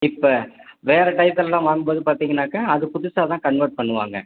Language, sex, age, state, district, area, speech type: Tamil, male, 60+, Tamil Nadu, Ariyalur, rural, conversation